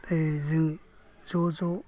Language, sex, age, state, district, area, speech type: Bodo, male, 60+, Assam, Kokrajhar, rural, spontaneous